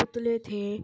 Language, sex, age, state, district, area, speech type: Urdu, female, 18-30, Uttar Pradesh, Gautam Buddha Nagar, rural, spontaneous